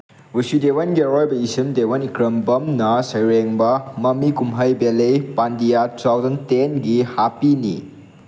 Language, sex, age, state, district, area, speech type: Manipuri, male, 18-30, Manipur, Chandel, rural, read